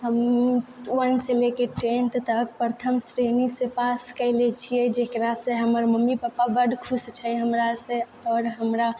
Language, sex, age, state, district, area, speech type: Maithili, female, 18-30, Bihar, Purnia, rural, spontaneous